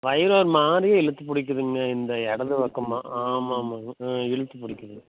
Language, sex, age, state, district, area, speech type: Tamil, male, 30-45, Tamil Nadu, Tiruppur, rural, conversation